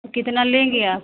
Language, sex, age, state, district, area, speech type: Hindi, female, 45-60, Uttar Pradesh, Mau, rural, conversation